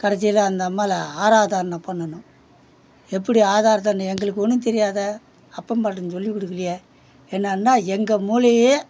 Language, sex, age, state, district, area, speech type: Tamil, male, 60+, Tamil Nadu, Perambalur, rural, spontaneous